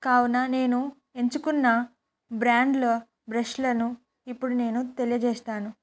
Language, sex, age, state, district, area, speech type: Telugu, female, 18-30, Telangana, Kamareddy, urban, spontaneous